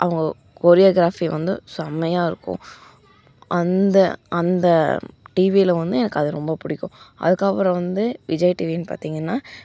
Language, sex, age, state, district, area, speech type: Tamil, female, 18-30, Tamil Nadu, Coimbatore, rural, spontaneous